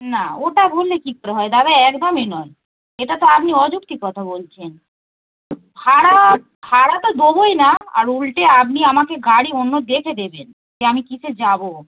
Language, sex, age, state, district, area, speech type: Bengali, female, 30-45, West Bengal, Darjeeling, rural, conversation